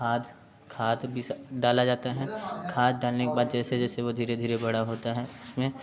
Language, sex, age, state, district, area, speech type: Hindi, male, 18-30, Uttar Pradesh, Prayagraj, urban, spontaneous